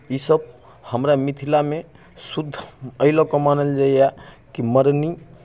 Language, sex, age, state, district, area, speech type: Maithili, male, 30-45, Bihar, Muzaffarpur, rural, spontaneous